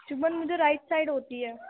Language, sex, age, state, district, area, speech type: Urdu, female, 18-30, Delhi, Central Delhi, rural, conversation